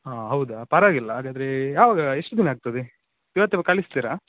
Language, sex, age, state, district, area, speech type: Kannada, male, 18-30, Karnataka, Udupi, rural, conversation